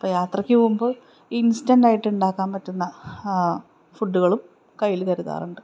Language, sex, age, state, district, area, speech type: Malayalam, female, 30-45, Kerala, Palakkad, rural, spontaneous